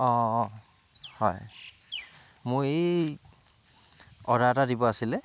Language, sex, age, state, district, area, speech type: Assamese, male, 30-45, Assam, Tinsukia, urban, spontaneous